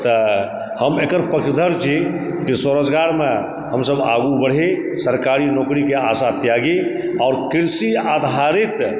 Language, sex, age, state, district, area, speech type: Maithili, male, 45-60, Bihar, Supaul, rural, spontaneous